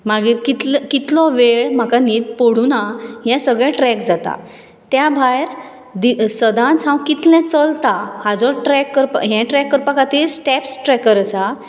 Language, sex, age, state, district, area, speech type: Goan Konkani, female, 30-45, Goa, Bardez, urban, spontaneous